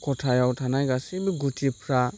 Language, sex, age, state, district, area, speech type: Bodo, male, 30-45, Assam, Chirang, urban, spontaneous